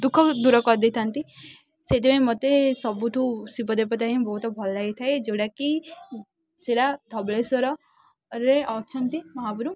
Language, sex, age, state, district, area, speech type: Odia, female, 18-30, Odisha, Ganjam, urban, spontaneous